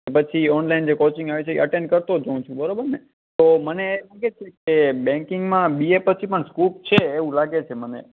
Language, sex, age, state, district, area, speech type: Gujarati, male, 18-30, Gujarat, Kutch, urban, conversation